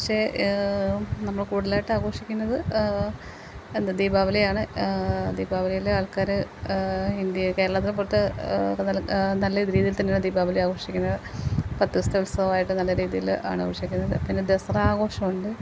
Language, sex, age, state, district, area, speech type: Malayalam, female, 45-60, Kerala, Kottayam, rural, spontaneous